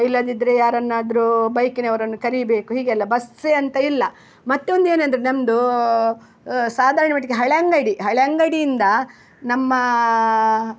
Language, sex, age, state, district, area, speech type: Kannada, female, 60+, Karnataka, Udupi, rural, spontaneous